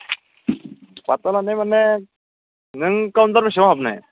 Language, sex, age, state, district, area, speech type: Bodo, male, 18-30, Assam, Udalguri, rural, conversation